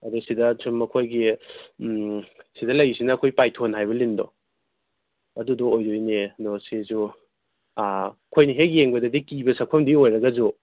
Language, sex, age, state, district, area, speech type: Manipuri, male, 30-45, Manipur, Kangpokpi, urban, conversation